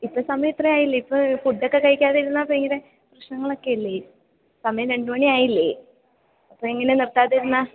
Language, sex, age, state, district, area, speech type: Malayalam, female, 18-30, Kerala, Idukki, rural, conversation